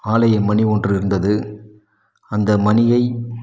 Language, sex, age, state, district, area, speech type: Tamil, male, 30-45, Tamil Nadu, Krishnagiri, rural, spontaneous